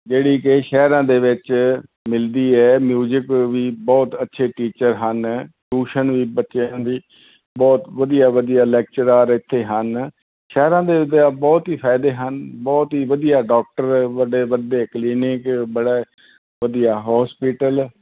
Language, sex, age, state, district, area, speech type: Punjabi, male, 60+, Punjab, Fazilka, rural, conversation